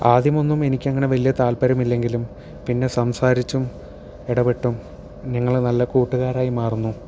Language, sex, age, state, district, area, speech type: Malayalam, male, 18-30, Kerala, Thiruvananthapuram, urban, spontaneous